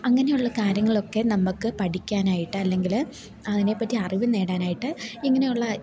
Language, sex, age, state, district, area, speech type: Malayalam, female, 18-30, Kerala, Idukki, rural, spontaneous